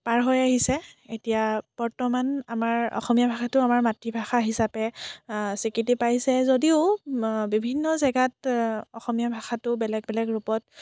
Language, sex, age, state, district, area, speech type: Assamese, female, 18-30, Assam, Biswanath, rural, spontaneous